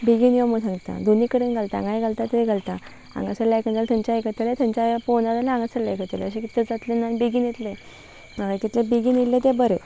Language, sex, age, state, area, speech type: Goan Konkani, female, 18-30, Goa, rural, spontaneous